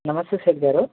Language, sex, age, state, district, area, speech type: Telugu, male, 18-30, Telangana, Nalgonda, rural, conversation